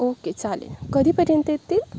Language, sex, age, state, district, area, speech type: Marathi, female, 18-30, Maharashtra, Sindhudurg, rural, spontaneous